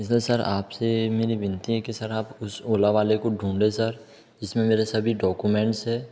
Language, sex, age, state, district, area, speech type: Hindi, male, 18-30, Madhya Pradesh, Betul, urban, spontaneous